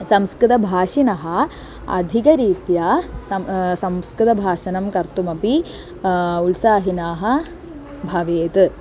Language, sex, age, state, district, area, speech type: Sanskrit, female, 18-30, Kerala, Thrissur, urban, spontaneous